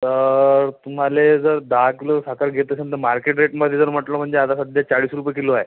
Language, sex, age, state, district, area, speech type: Marathi, male, 18-30, Maharashtra, Amravati, urban, conversation